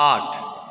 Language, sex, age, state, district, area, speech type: Maithili, male, 45-60, Bihar, Supaul, urban, read